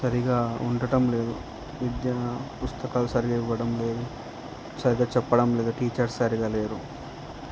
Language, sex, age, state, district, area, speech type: Telugu, male, 18-30, Andhra Pradesh, Nandyal, urban, spontaneous